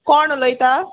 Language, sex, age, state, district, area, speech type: Goan Konkani, female, 30-45, Goa, Salcete, rural, conversation